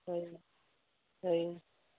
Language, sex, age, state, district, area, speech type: Odia, female, 18-30, Odisha, Nabarangpur, urban, conversation